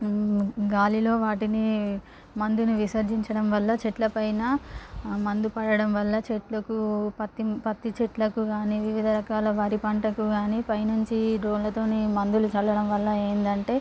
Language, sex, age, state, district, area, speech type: Telugu, female, 18-30, Andhra Pradesh, Visakhapatnam, urban, spontaneous